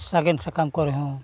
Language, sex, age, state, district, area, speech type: Santali, male, 45-60, Odisha, Mayurbhanj, rural, spontaneous